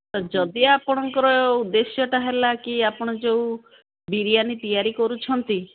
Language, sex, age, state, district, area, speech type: Odia, female, 60+, Odisha, Gajapati, rural, conversation